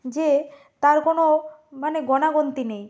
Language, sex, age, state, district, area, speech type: Bengali, female, 45-60, West Bengal, Nadia, rural, spontaneous